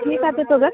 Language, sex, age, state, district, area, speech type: Bengali, female, 18-30, West Bengal, Malda, urban, conversation